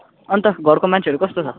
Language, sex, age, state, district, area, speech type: Nepali, male, 18-30, West Bengal, Kalimpong, rural, conversation